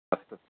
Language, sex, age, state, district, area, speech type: Sanskrit, male, 45-60, Telangana, Karimnagar, urban, conversation